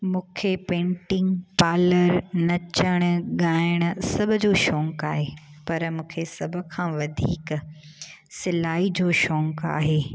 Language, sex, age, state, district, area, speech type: Sindhi, female, 30-45, Gujarat, Junagadh, urban, spontaneous